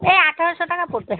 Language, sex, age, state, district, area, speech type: Bengali, female, 45-60, West Bengal, Alipurduar, rural, conversation